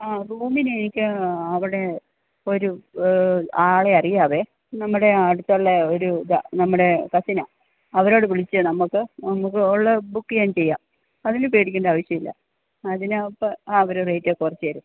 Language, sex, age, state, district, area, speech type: Malayalam, female, 45-60, Kerala, Idukki, rural, conversation